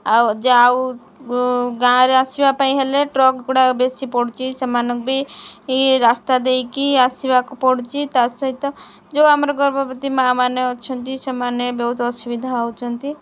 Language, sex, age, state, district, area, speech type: Odia, female, 30-45, Odisha, Rayagada, rural, spontaneous